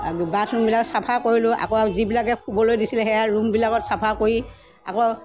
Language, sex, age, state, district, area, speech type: Assamese, female, 60+, Assam, Morigaon, rural, spontaneous